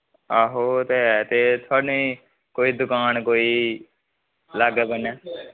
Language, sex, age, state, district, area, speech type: Dogri, male, 18-30, Jammu and Kashmir, Kathua, rural, conversation